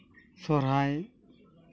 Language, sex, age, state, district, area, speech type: Santali, male, 18-30, West Bengal, Malda, rural, spontaneous